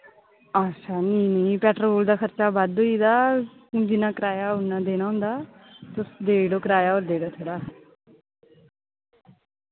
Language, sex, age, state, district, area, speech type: Dogri, female, 18-30, Jammu and Kashmir, Samba, urban, conversation